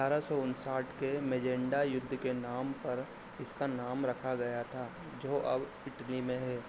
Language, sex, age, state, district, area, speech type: Hindi, male, 30-45, Madhya Pradesh, Harda, urban, read